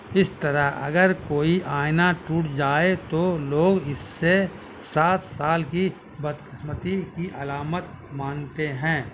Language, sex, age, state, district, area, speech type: Urdu, male, 60+, Bihar, Gaya, urban, spontaneous